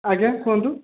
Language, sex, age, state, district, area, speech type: Odia, male, 30-45, Odisha, Sundergarh, urban, conversation